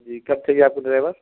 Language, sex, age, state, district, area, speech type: Urdu, male, 18-30, Bihar, Purnia, rural, conversation